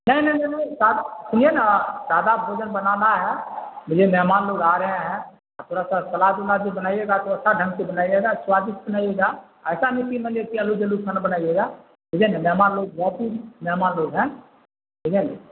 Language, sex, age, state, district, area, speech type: Urdu, male, 60+, Bihar, Supaul, rural, conversation